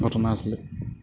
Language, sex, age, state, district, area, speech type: Assamese, male, 18-30, Assam, Kamrup Metropolitan, urban, spontaneous